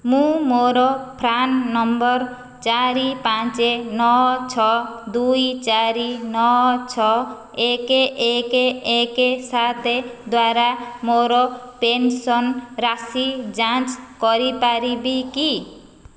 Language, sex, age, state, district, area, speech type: Odia, female, 45-60, Odisha, Khordha, rural, read